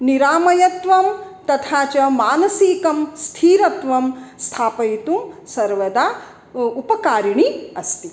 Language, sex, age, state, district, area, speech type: Sanskrit, female, 45-60, Maharashtra, Nagpur, urban, spontaneous